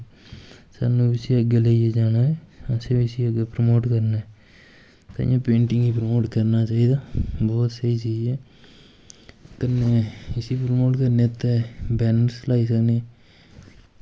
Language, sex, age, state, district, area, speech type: Dogri, male, 18-30, Jammu and Kashmir, Kathua, rural, spontaneous